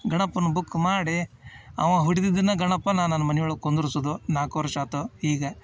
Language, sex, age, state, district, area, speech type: Kannada, male, 30-45, Karnataka, Dharwad, urban, spontaneous